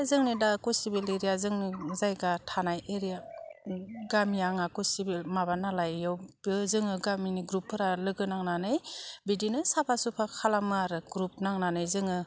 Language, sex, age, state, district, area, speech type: Bodo, female, 30-45, Assam, Udalguri, urban, spontaneous